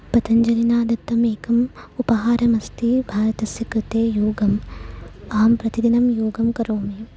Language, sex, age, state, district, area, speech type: Sanskrit, female, 18-30, Karnataka, Uttara Kannada, rural, spontaneous